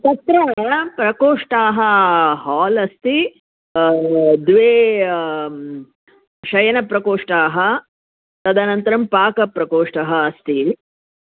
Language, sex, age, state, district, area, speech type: Sanskrit, female, 60+, Tamil Nadu, Chennai, urban, conversation